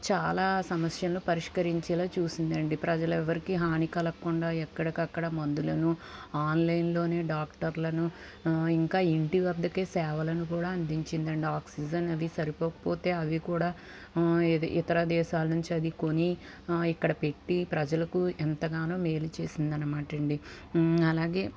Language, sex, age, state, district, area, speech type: Telugu, female, 45-60, Andhra Pradesh, Guntur, urban, spontaneous